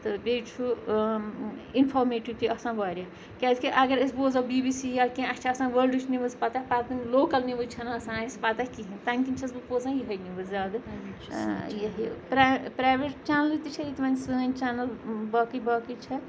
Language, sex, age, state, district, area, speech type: Kashmiri, female, 45-60, Jammu and Kashmir, Srinagar, rural, spontaneous